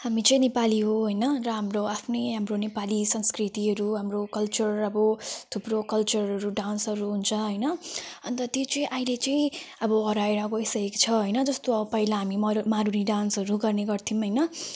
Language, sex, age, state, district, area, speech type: Nepali, female, 18-30, West Bengal, Jalpaiguri, urban, spontaneous